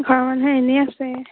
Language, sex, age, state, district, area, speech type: Assamese, female, 18-30, Assam, Charaideo, urban, conversation